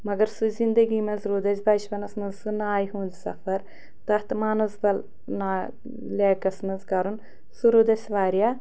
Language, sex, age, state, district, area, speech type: Kashmiri, female, 45-60, Jammu and Kashmir, Anantnag, rural, spontaneous